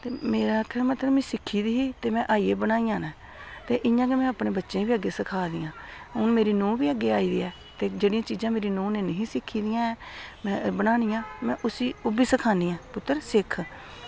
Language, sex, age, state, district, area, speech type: Dogri, female, 60+, Jammu and Kashmir, Samba, urban, spontaneous